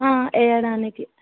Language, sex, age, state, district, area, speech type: Telugu, female, 45-60, Telangana, Ranga Reddy, urban, conversation